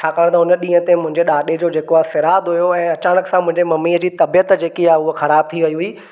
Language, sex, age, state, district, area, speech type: Sindhi, male, 18-30, Maharashtra, Thane, urban, spontaneous